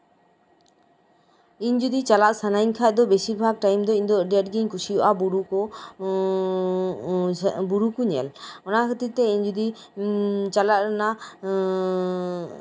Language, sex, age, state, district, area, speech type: Santali, female, 30-45, West Bengal, Birbhum, rural, spontaneous